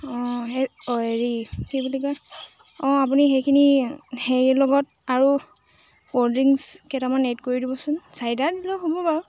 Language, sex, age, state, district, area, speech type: Assamese, female, 30-45, Assam, Tinsukia, urban, spontaneous